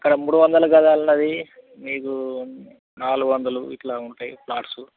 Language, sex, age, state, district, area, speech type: Telugu, male, 45-60, Telangana, Nalgonda, rural, conversation